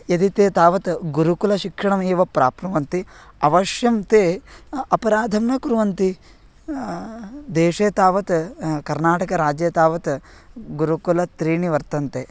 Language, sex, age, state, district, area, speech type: Sanskrit, male, 18-30, Karnataka, Vijayapura, rural, spontaneous